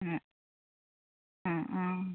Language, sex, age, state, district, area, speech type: Malayalam, female, 30-45, Kerala, Kasaragod, rural, conversation